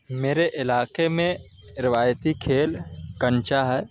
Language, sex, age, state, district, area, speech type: Urdu, male, 18-30, Delhi, North West Delhi, urban, spontaneous